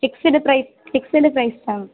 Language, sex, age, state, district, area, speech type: Tamil, female, 45-60, Tamil Nadu, Tiruchirappalli, rural, conversation